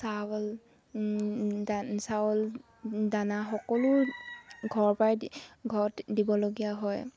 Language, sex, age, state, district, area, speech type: Assamese, female, 60+, Assam, Dibrugarh, rural, spontaneous